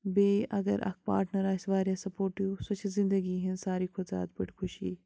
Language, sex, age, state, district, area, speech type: Kashmiri, female, 30-45, Jammu and Kashmir, Bandipora, rural, spontaneous